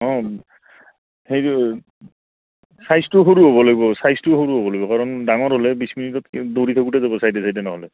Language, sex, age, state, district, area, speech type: Assamese, male, 30-45, Assam, Goalpara, urban, conversation